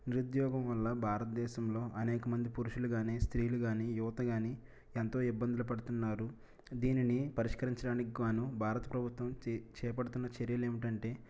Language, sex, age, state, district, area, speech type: Telugu, male, 30-45, Andhra Pradesh, East Godavari, rural, spontaneous